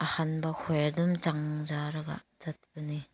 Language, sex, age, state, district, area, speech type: Manipuri, female, 30-45, Manipur, Senapati, rural, spontaneous